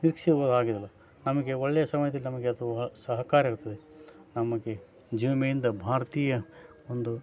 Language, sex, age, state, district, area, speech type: Kannada, male, 30-45, Karnataka, Koppal, rural, spontaneous